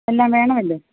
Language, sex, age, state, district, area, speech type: Malayalam, female, 30-45, Kerala, Alappuzha, rural, conversation